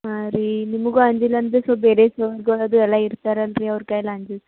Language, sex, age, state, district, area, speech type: Kannada, female, 18-30, Karnataka, Gulbarga, rural, conversation